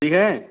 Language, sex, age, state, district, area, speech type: Hindi, male, 18-30, Uttar Pradesh, Azamgarh, rural, conversation